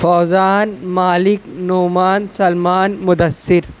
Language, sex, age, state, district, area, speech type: Urdu, male, 30-45, Maharashtra, Nashik, urban, spontaneous